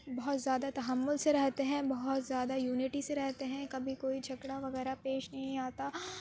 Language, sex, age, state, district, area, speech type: Urdu, female, 18-30, Uttar Pradesh, Aligarh, urban, spontaneous